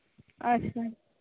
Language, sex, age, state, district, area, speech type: Santali, female, 30-45, Jharkhand, East Singhbhum, rural, conversation